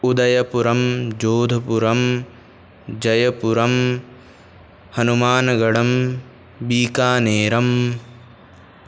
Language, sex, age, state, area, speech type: Sanskrit, male, 18-30, Rajasthan, urban, spontaneous